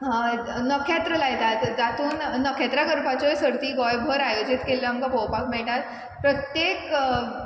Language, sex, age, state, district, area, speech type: Goan Konkani, female, 18-30, Goa, Quepem, rural, spontaneous